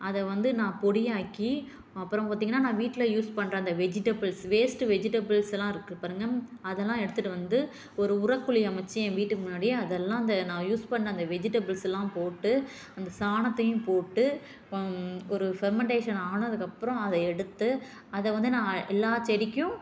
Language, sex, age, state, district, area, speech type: Tamil, female, 30-45, Tamil Nadu, Tiruchirappalli, rural, spontaneous